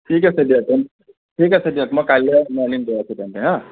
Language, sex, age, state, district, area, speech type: Assamese, male, 30-45, Assam, Nagaon, rural, conversation